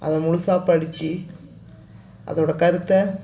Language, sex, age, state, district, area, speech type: Tamil, male, 30-45, Tamil Nadu, Mayiladuthurai, rural, spontaneous